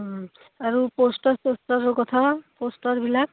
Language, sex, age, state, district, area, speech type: Assamese, female, 30-45, Assam, Udalguri, rural, conversation